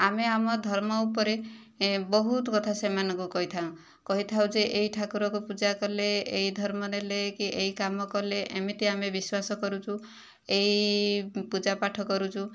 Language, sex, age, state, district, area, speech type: Odia, female, 60+, Odisha, Kandhamal, rural, spontaneous